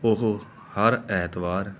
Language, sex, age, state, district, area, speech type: Punjabi, male, 30-45, Punjab, Muktsar, urban, spontaneous